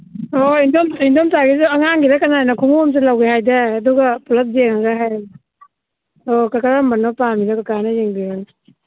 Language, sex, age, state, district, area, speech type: Manipuri, female, 45-60, Manipur, Kangpokpi, urban, conversation